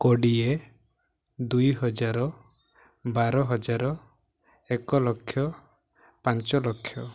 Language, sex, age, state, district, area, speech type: Odia, male, 18-30, Odisha, Mayurbhanj, rural, spontaneous